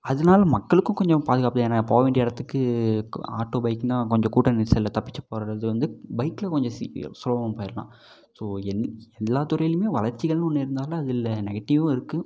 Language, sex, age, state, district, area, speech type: Tamil, male, 18-30, Tamil Nadu, Namakkal, rural, spontaneous